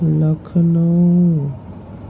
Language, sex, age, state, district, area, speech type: Urdu, male, 30-45, Uttar Pradesh, Gautam Buddha Nagar, urban, spontaneous